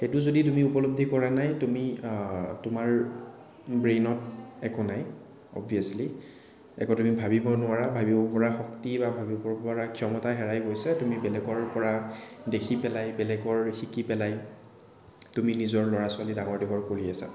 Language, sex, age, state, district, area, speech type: Assamese, male, 30-45, Assam, Kamrup Metropolitan, urban, spontaneous